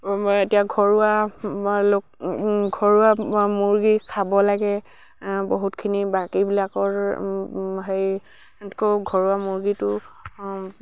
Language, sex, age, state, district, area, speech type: Assamese, female, 60+, Assam, Dibrugarh, rural, spontaneous